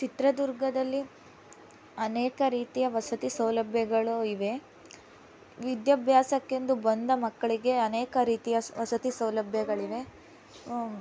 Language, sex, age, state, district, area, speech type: Kannada, female, 18-30, Karnataka, Chitradurga, rural, spontaneous